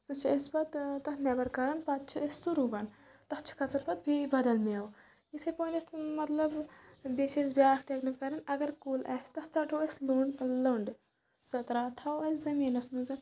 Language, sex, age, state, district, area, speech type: Kashmiri, female, 30-45, Jammu and Kashmir, Kulgam, rural, spontaneous